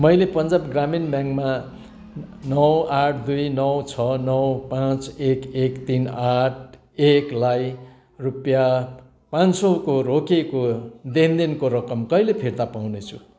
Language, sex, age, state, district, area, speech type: Nepali, male, 60+, West Bengal, Kalimpong, rural, read